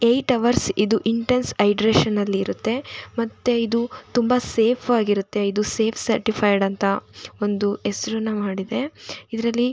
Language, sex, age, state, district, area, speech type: Kannada, female, 18-30, Karnataka, Tumkur, rural, spontaneous